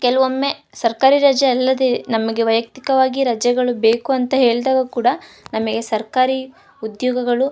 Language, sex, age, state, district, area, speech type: Kannada, female, 18-30, Karnataka, Chikkamagaluru, rural, spontaneous